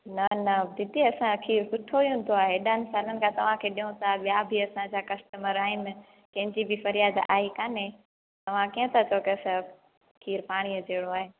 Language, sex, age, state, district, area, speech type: Sindhi, female, 18-30, Gujarat, Junagadh, rural, conversation